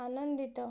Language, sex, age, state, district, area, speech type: Odia, female, 18-30, Odisha, Balasore, rural, read